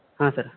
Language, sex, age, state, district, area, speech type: Kannada, male, 45-60, Karnataka, Belgaum, rural, conversation